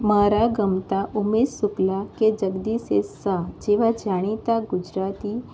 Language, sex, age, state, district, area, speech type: Gujarati, female, 30-45, Gujarat, Kheda, rural, spontaneous